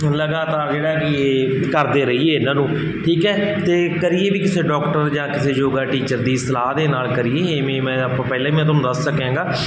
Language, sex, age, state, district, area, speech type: Punjabi, male, 45-60, Punjab, Barnala, rural, spontaneous